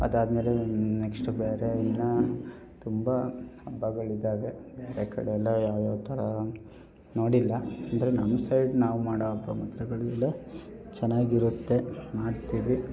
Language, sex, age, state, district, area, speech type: Kannada, male, 18-30, Karnataka, Hassan, rural, spontaneous